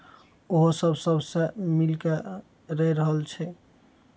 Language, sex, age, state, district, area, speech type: Maithili, male, 45-60, Bihar, Araria, rural, spontaneous